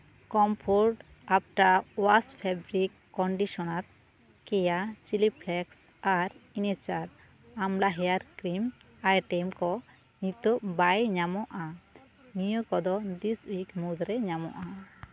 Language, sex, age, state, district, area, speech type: Santali, female, 30-45, West Bengal, Jhargram, rural, read